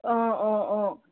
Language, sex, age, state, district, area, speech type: Assamese, female, 18-30, Assam, Dhemaji, rural, conversation